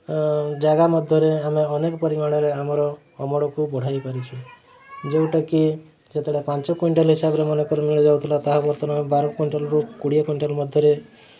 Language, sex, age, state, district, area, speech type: Odia, male, 30-45, Odisha, Mayurbhanj, rural, spontaneous